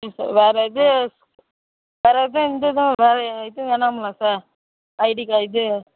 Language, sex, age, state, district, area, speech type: Tamil, male, 18-30, Tamil Nadu, Tiruchirappalli, rural, conversation